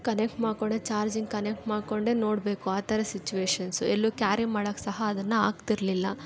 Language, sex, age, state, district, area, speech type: Kannada, female, 18-30, Karnataka, Kolar, urban, spontaneous